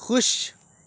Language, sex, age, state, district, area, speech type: Urdu, male, 18-30, Uttar Pradesh, Lucknow, urban, read